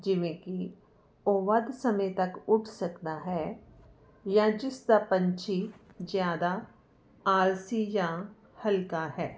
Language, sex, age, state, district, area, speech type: Punjabi, female, 45-60, Punjab, Jalandhar, urban, spontaneous